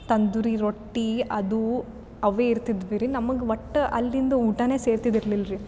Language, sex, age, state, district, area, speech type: Kannada, female, 18-30, Karnataka, Gulbarga, urban, spontaneous